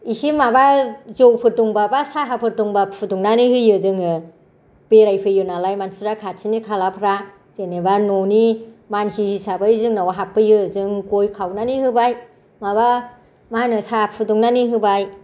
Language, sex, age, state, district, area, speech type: Bodo, female, 60+, Assam, Kokrajhar, rural, spontaneous